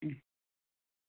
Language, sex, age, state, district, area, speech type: Tamil, female, 18-30, Tamil Nadu, Virudhunagar, rural, conversation